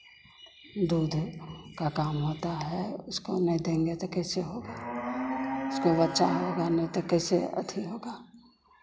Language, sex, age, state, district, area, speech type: Hindi, female, 45-60, Bihar, Begusarai, rural, spontaneous